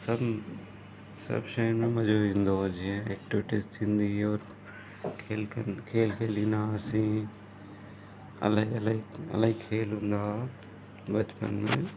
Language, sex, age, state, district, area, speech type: Sindhi, male, 30-45, Gujarat, Surat, urban, spontaneous